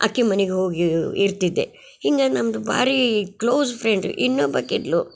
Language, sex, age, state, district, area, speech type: Kannada, female, 60+, Karnataka, Gadag, rural, spontaneous